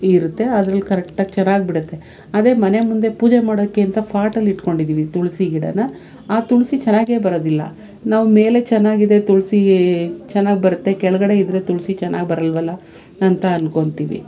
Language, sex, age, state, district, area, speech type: Kannada, female, 45-60, Karnataka, Bangalore Urban, urban, spontaneous